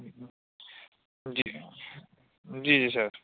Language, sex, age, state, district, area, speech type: Urdu, male, 30-45, Uttar Pradesh, Lucknow, urban, conversation